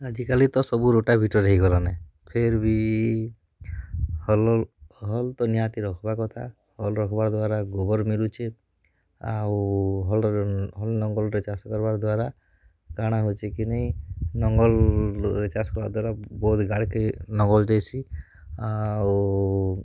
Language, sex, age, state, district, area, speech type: Odia, male, 18-30, Odisha, Kalahandi, rural, spontaneous